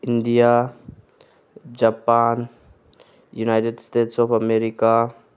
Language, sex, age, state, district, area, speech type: Manipuri, male, 30-45, Manipur, Tengnoupal, rural, spontaneous